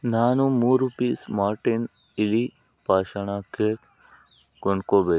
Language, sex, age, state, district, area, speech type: Kannada, male, 45-60, Karnataka, Bangalore Rural, urban, read